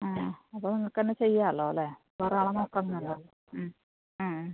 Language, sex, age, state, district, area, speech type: Malayalam, female, 30-45, Kerala, Kasaragod, rural, conversation